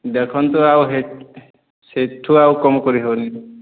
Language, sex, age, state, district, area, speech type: Odia, male, 30-45, Odisha, Boudh, rural, conversation